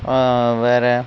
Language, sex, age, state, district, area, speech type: Tamil, male, 30-45, Tamil Nadu, Krishnagiri, rural, spontaneous